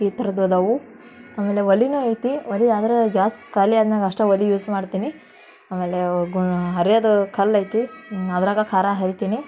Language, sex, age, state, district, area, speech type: Kannada, female, 18-30, Karnataka, Dharwad, urban, spontaneous